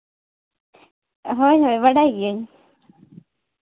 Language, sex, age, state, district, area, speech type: Santali, female, 18-30, Jharkhand, Seraikela Kharsawan, rural, conversation